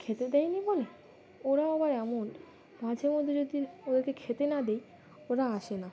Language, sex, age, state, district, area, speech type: Bengali, female, 18-30, West Bengal, Birbhum, urban, spontaneous